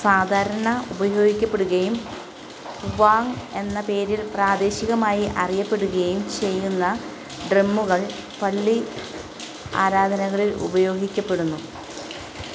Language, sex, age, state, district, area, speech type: Malayalam, female, 45-60, Kerala, Kottayam, rural, read